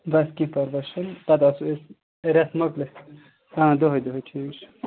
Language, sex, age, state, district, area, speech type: Kashmiri, male, 30-45, Jammu and Kashmir, Kupwara, rural, conversation